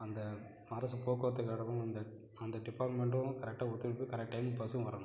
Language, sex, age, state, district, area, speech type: Tamil, male, 45-60, Tamil Nadu, Cuddalore, rural, spontaneous